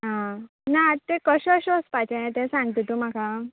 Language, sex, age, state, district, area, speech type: Goan Konkani, female, 18-30, Goa, Canacona, rural, conversation